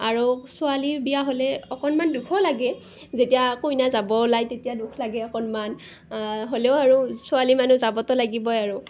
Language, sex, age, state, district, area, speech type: Assamese, female, 18-30, Assam, Nalbari, rural, spontaneous